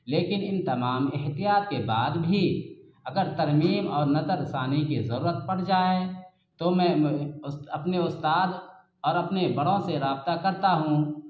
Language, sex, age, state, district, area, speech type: Urdu, male, 45-60, Bihar, Araria, rural, spontaneous